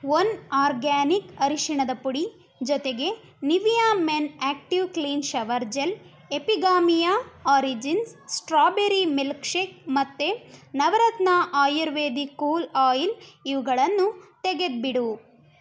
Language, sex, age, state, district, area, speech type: Kannada, female, 18-30, Karnataka, Mandya, rural, read